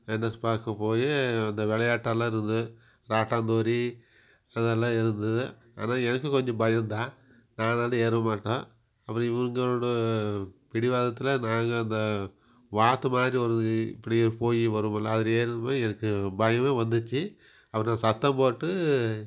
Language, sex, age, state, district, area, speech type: Tamil, male, 45-60, Tamil Nadu, Coimbatore, rural, spontaneous